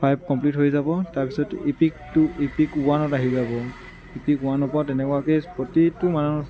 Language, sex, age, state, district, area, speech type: Assamese, male, 30-45, Assam, Tinsukia, rural, spontaneous